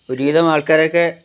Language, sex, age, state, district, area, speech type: Malayalam, male, 60+, Kerala, Wayanad, rural, spontaneous